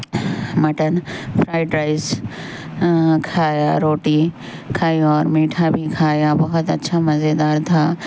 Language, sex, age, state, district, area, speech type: Urdu, female, 18-30, Telangana, Hyderabad, urban, spontaneous